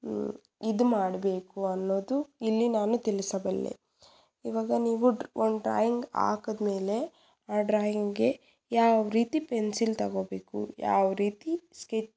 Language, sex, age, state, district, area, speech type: Kannada, female, 18-30, Karnataka, Chikkaballapur, rural, spontaneous